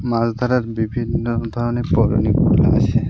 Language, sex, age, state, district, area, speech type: Bengali, male, 18-30, West Bengal, Birbhum, urban, spontaneous